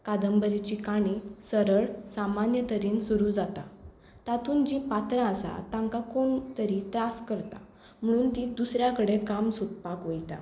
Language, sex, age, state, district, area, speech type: Goan Konkani, female, 18-30, Goa, Tiswadi, rural, spontaneous